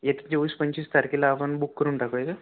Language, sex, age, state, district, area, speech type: Marathi, male, 18-30, Maharashtra, Yavatmal, rural, conversation